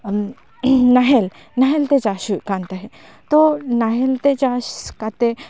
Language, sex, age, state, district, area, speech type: Santali, female, 18-30, West Bengal, Bankura, rural, spontaneous